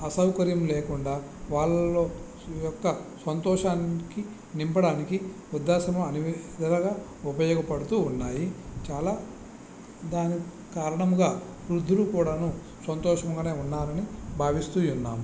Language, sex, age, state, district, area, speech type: Telugu, male, 45-60, Andhra Pradesh, Visakhapatnam, rural, spontaneous